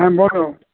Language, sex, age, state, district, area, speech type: Bengali, male, 60+, West Bengal, Darjeeling, rural, conversation